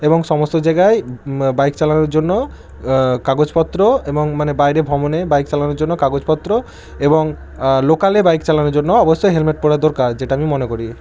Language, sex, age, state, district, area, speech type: Bengali, male, 18-30, West Bengal, Bankura, urban, spontaneous